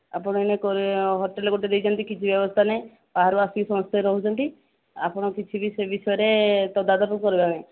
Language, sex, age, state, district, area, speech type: Odia, female, 45-60, Odisha, Sambalpur, rural, conversation